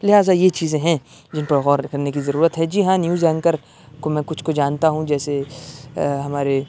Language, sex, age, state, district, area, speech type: Urdu, male, 30-45, Uttar Pradesh, Aligarh, rural, spontaneous